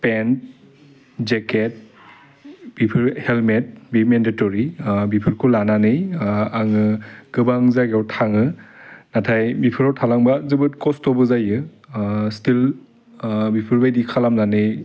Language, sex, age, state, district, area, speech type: Bodo, male, 30-45, Assam, Udalguri, urban, spontaneous